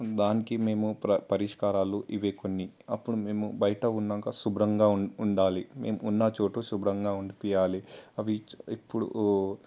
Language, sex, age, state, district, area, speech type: Telugu, male, 18-30, Telangana, Ranga Reddy, urban, spontaneous